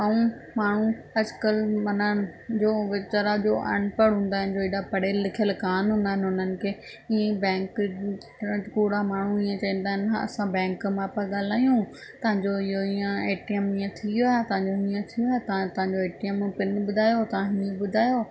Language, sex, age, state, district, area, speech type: Sindhi, female, 18-30, Rajasthan, Ajmer, urban, spontaneous